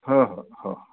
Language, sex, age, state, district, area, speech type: Marathi, male, 60+, Maharashtra, Mumbai Suburban, urban, conversation